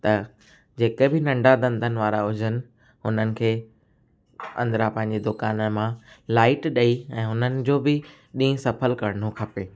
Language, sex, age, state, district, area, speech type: Sindhi, male, 18-30, Gujarat, Kutch, urban, spontaneous